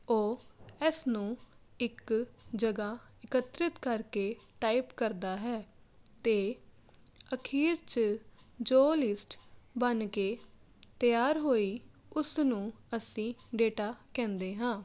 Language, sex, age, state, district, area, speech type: Punjabi, female, 30-45, Punjab, Jalandhar, urban, spontaneous